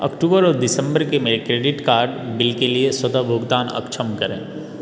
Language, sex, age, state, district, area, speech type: Hindi, male, 18-30, Bihar, Darbhanga, rural, read